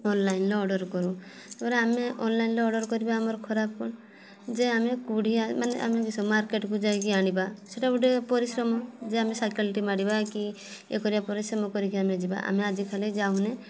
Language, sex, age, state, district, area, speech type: Odia, female, 18-30, Odisha, Mayurbhanj, rural, spontaneous